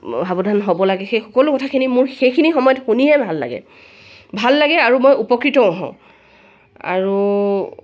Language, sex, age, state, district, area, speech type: Assamese, female, 45-60, Assam, Tinsukia, rural, spontaneous